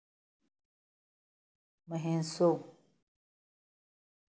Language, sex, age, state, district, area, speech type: Dogri, female, 60+, Jammu and Kashmir, Reasi, rural, read